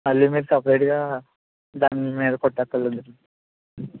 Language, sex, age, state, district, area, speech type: Telugu, male, 60+, Andhra Pradesh, East Godavari, rural, conversation